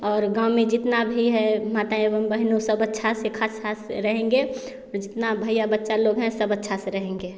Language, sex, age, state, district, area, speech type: Hindi, female, 30-45, Bihar, Samastipur, rural, spontaneous